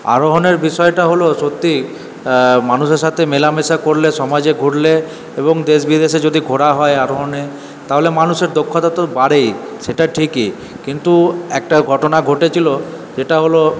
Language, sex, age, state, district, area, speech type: Bengali, male, 30-45, West Bengal, Purba Bardhaman, urban, spontaneous